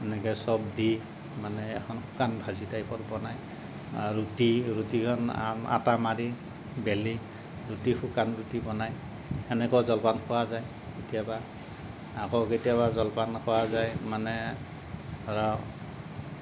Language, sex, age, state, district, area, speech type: Assamese, male, 45-60, Assam, Kamrup Metropolitan, rural, spontaneous